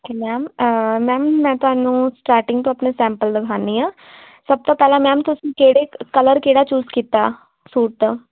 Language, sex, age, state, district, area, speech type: Punjabi, female, 18-30, Punjab, Firozpur, rural, conversation